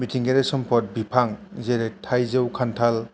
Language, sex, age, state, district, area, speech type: Bodo, male, 18-30, Assam, Chirang, rural, spontaneous